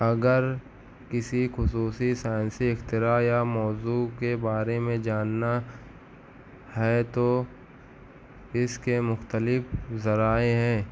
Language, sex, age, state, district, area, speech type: Urdu, male, 18-30, Maharashtra, Nashik, urban, spontaneous